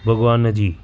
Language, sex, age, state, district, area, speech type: Sindhi, male, 45-60, Maharashtra, Thane, urban, spontaneous